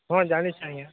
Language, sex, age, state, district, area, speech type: Odia, male, 45-60, Odisha, Nuapada, urban, conversation